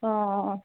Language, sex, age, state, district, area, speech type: Assamese, female, 45-60, Assam, Dibrugarh, rural, conversation